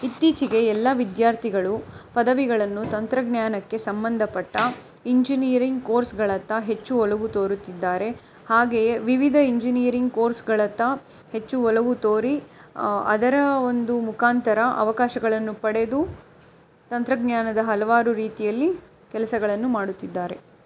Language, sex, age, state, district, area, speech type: Kannada, female, 18-30, Karnataka, Chikkaballapur, urban, spontaneous